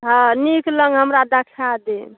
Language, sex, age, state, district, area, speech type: Maithili, female, 30-45, Bihar, Saharsa, rural, conversation